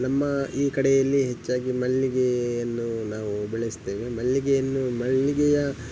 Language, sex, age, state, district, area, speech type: Kannada, male, 45-60, Karnataka, Udupi, rural, spontaneous